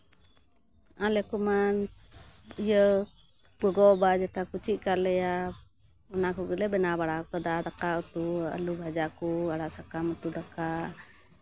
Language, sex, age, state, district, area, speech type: Santali, female, 30-45, West Bengal, Malda, rural, spontaneous